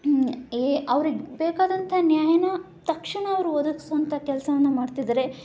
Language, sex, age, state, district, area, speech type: Kannada, female, 18-30, Karnataka, Chitradurga, urban, spontaneous